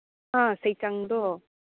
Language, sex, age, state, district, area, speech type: Manipuri, female, 30-45, Manipur, Churachandpur, rural, conversation